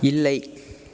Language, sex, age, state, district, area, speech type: Tamil, male, 18-30, Tamil Nadu, Nagapattinam, rural, read